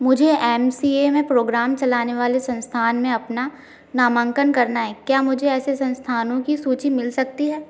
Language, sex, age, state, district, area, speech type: Hindi, female, 18-30, Madhya Pradesh, Gwalior, rural, read